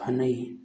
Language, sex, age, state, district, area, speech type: Manipuri, male, 45-60, Manipur, Bishnupur, rural, spontaneous